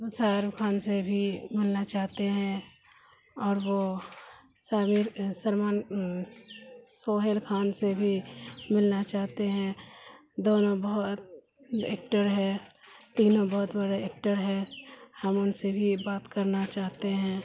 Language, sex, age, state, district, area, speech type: Urdu, female, 60+, Bihar, Khagaria, rural, spontaneous